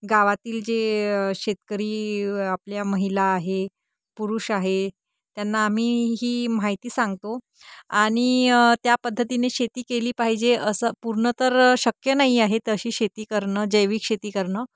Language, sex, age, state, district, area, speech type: Marathi, female, 30-45, Maharashtra, Nagpur, urban, spontaneous